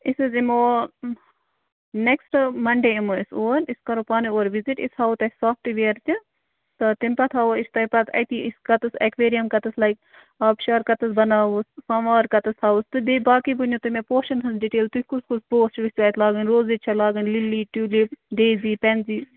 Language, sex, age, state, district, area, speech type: Kashmiri, female, 18-30, Jammu and Kashmir, Bandipora, rural, conversation